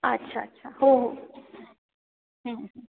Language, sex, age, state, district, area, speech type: Marathi, female, 30-45, Maharashtra, Buldhana, urban, conversation